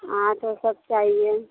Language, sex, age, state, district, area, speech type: Hindi, female, 45-60, Uttar Pradesh, Mirzapur, rural, conversation